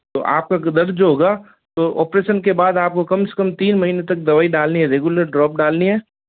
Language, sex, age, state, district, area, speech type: Hindi, male, 45-60, Rajasthan, Jodhpur, urban, conversation